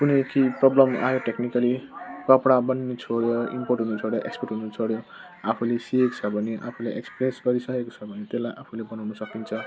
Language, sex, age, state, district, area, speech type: Nepali, male, 30-45, West Bengal, Jalpaiguri, rural, spontaneous